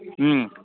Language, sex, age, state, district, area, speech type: Kannada, male, 30-45, Karnataka, Belgaum, rural, conversation